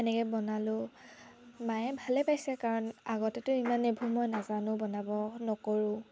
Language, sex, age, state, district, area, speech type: Assamese, female, 18-30, Assam, Sivasagar, rural, spontaneous